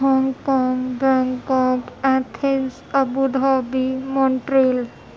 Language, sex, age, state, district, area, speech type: Urdu, female, 18-30, Uttar Pradesh, Gautam Buddha Nagar, urban, spontaneous